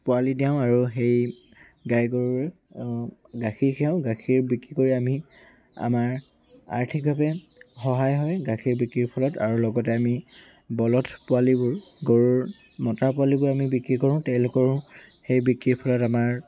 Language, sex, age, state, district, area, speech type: Assamese, male, 18-30, Assam, Dhemaji, urban, spontaneous